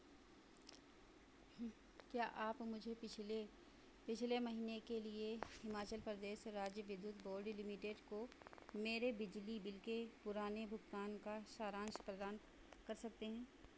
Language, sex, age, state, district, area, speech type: Hindi, female, 45-60, Uttar Pradesh, Sitapur, rural, read